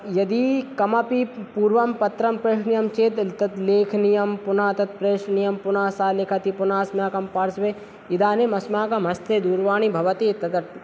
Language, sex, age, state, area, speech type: Sanskrit, male, 18-30, Madhya Pradesh, rural, spontaneous